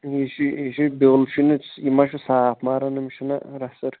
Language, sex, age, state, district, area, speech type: Kashmiri, male, 18-30, Jammu and Kashmir, Anantnag, urban, conversation